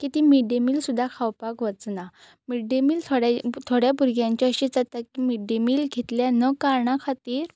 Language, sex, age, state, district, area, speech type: Goan Konkani, female, 18-30, Goa, Pernem, rural, spontaneous